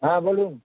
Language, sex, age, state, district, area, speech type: Bengali, male, 45-60, West Bengal, Darjeeling, rural, conversation